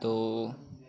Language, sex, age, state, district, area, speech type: Hindi, male, 18-30, Uttar Pradesh, Chandauli, rural, read